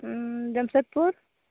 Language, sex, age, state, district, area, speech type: Santali, female, 30-45, Jharkhand, East Singhbhum, rural, conversation